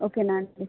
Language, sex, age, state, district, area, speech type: Telugu, female, 45-60, Andhra Pradesh, Visakhapatnam, urban, conversation